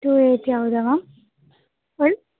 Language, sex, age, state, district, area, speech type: Kannada, female, 18-30, Karnataka, Bellary, urban, conversation